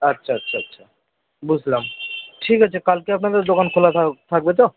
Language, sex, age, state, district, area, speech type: Bengali, male, 30-45, West Bengal, South 24 Parganas, rural, conversation